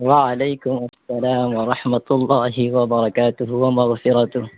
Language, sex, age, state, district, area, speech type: Urdu, male, 30-45, Bihar, East Champaran, urban, conversation